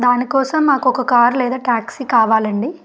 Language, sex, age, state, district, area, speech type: Telugu, female, 18-30, Telangana, Bhadradri Kothagudem, rural, spontaneous